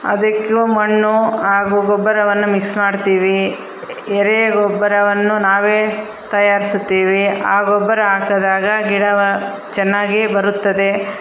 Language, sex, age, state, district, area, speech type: Kannada, female, 45-60, Karnataka, Bangalore Rural, rural, spontaneous